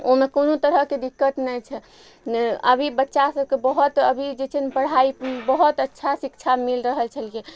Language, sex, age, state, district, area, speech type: Maithili, female, 30-45, Bihar, Araria, rural, spontaneous